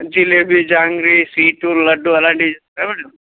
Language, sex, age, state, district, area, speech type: Telugu, male, 30-45, Telangana, Nagarkurnool, urban, conversation